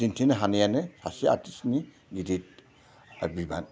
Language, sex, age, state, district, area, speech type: Bodo, male, 60+, Assam, Udalguri, urban, spontaneous